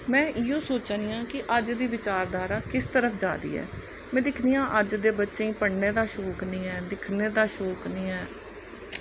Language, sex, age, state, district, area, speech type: Dogri, female, 30-45, Jammu and Kashmir, Jammu, urban, spontaneous